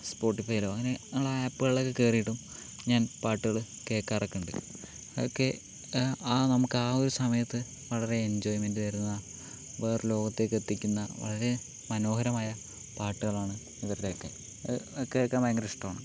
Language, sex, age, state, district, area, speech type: Malayalam, male, 18-30, Kerala, Palakkad, urban, spontaneous